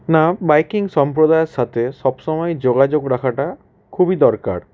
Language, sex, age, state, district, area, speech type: Bengali, male, 18-30, West Bengal, Howrah, urban, spontaneous